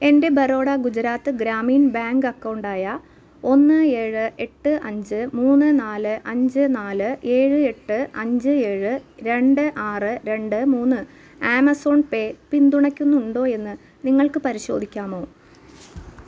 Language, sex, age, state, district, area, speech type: Malayalam, female, 30-45, Kerala, Ernakulam, rural, read